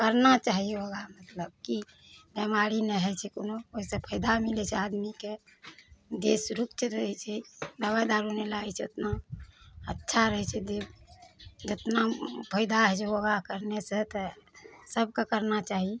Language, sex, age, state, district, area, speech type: Maithili, female, 45-60, Bihar, Araria, rural, spontaneous